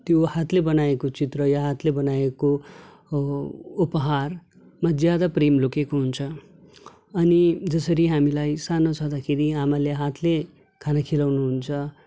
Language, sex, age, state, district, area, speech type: Nepali, male, 30-45, West Bengal, Darjeeling, rural, spontaneous